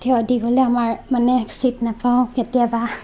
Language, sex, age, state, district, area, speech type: Assamese, female, 18-30, Assam, Barpeta, rural, spontaneous